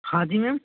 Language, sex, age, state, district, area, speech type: Hindi, male, 30-45, Madhya Pradesh, Gwalior, rural, conversation